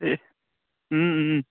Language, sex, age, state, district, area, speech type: Assamese, male, 30-45, Assam, Lakhimpur, rural, conversation